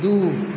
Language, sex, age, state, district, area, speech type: Maithili, male, 18-30, Bihar, Supaul, rural, read